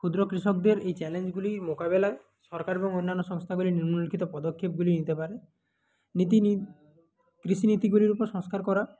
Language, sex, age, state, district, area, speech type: Bengali, male, 30-45, West Bengal, Purba Medinipur, rural, spontaneous